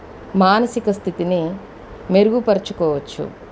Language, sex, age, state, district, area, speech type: Telugu, female, 45-60, Andhra Pradesh, Eluru, urban, spontaneous